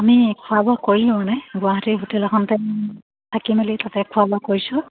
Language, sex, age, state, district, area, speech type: Assamese, female, 45-60, Assam, Sivasagar, rural, conversation